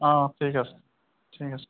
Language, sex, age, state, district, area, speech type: Assamese, male, 30-45, Assam, Biswanath, rural, conversation